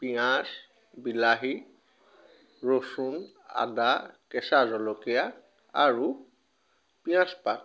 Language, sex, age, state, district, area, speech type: Assamese, male, 18-30, Assam, Tinsukia, rural, spontaneous